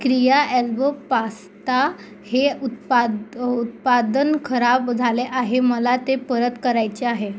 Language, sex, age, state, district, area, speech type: Marathi, female, 18-30, Maharashtra, Amravati, urban, read